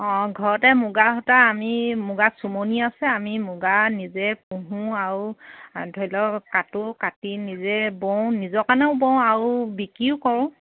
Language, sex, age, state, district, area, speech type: Assamese, female, 30-45, Assam, Dhemaji, rural, conversation